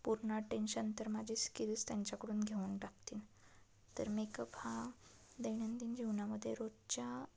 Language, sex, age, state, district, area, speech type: Marathi, female, 18-30, Maharashtra, Satara, urban, spontaneous